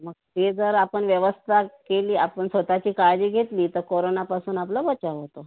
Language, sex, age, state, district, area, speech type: Marathi, female, 30-45, Maharashtra, Amravati, urban, conversation